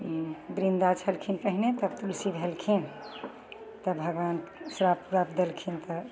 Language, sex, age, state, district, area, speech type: Maithili, female, 45-60, Bihar, Begusarai, rural, spontaneous